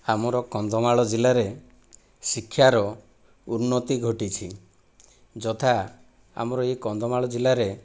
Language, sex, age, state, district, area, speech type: Odia, male, 30-45, Odisha, Kandhamal, rural, spontaneous